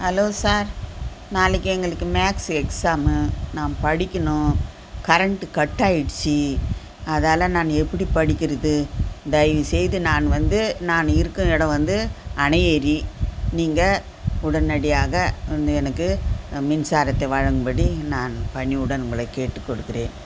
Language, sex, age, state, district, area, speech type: Tamil, female, 60+, Tamil Nadu, Viluppuram, rural, spontaneous